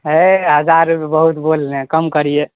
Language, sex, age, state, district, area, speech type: Urdu, male, 18-30, Bihar, Saharsa, rural, conversation